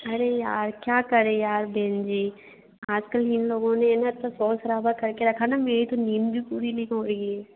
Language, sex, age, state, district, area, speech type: Hindi, female, 60+, Madhya Pradesh, Bhopal, urban, conversation